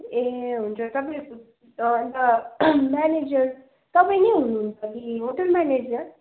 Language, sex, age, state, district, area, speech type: Nepali, female, 30-45, West Bengal, Darjeeling, rural, conversation